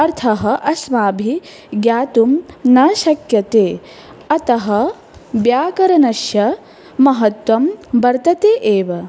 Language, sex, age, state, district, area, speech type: Sanskrit, female, 18-30, Assam, Baksa, rural, spontaneous